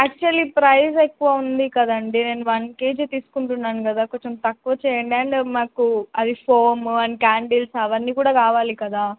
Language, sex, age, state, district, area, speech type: Telugu, female, 18-30, Telangana, Warangal, rural, conversation